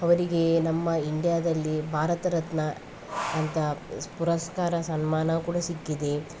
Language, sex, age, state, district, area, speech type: Kannada, female, 18-30, Karnataka, Udupi, rural, spontaneous